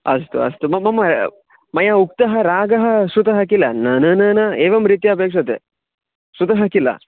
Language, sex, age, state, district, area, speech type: Sanskrit, male, 18-30, Karnataka, Chikkamagaluru, rural, conversation